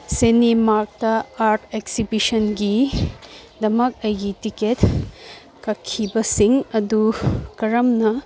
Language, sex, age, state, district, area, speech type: Manipuri, female, 18-30, Manipur, Kangpokpi, urban, read